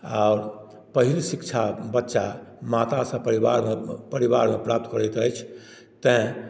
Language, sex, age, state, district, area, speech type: Maithili, male, 60+, Bihar, Madhubani, rural, spontaneous